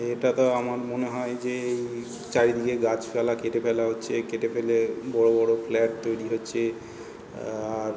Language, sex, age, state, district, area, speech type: Bengali, male, 45-60, West Bengal, South 24 Parganas, urban, spontaneous